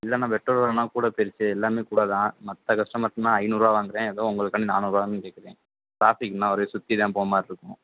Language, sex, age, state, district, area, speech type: Tamil, male, 18-30, Tamil Nadu, Sivaganga, rural, conversation